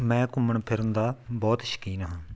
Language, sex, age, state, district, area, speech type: Punjabi, male, 30-45, Punjab, Tarn Taran, rural, spontaneous